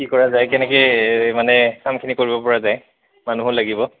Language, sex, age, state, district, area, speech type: Assamese, male, 30-45, Assam, Goalpara, urban, conversation